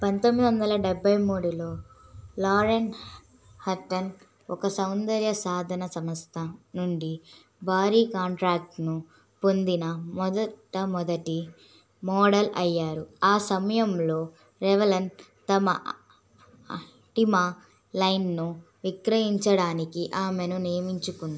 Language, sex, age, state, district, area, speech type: Telugu, female, 18-30, Andhra Pradesh, N T Rama Rao, urban, read